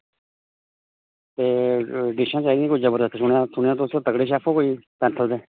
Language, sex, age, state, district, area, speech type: Dogri, male, 60+, Jammu and Kashmir, Reasi, rural, conversation